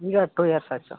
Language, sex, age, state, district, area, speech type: Kannada, male, 18-30, Karnataka, Koppal, rural, conversation